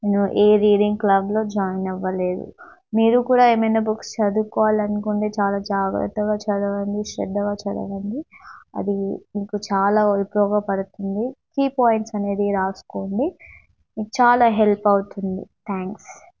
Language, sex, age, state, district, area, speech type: Telugu, female, 18-30, Telangana, Warangal, rural, spontaneous